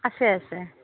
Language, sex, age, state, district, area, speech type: Assamese, female, 45-60, Assam, Udalguri, rural, conversation